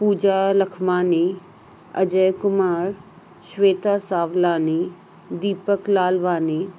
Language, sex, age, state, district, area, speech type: Sindhi, female, 18-30, Uttar Pradesh, Lucknow, urban, spontaneous